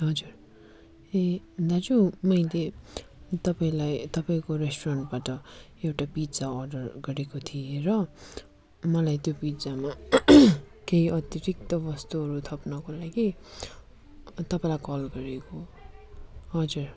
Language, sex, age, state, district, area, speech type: Nepali, female, 45-60, West Bengal, Darjeeling, rural, spontaneous